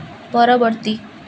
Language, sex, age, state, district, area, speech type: Odia, female, 18-30, Odisha, Ganjam, urban, read